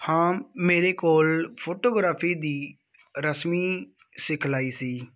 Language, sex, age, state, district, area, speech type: Punjabi, male, 18-30, Punjab, Muktsar, rural, spontaneous